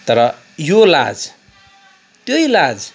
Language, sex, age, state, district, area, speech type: Nepali, male, 45-60, West Bengal, Kalimpong, rural, spontaneous